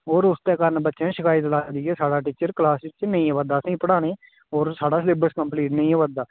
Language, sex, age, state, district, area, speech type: Dogri, male, 18-30, Jammu and Kashmir, Udhampur, rural, conversation